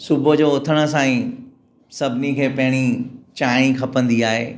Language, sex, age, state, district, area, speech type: Sindhi, male, 45-60, Maharashtra, Mumbai Suburban, urban, spontaneous